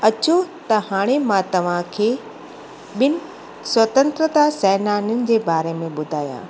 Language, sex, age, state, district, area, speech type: Sindhi, female, 45-60, Gujarat, Kutch, urban, spontaneous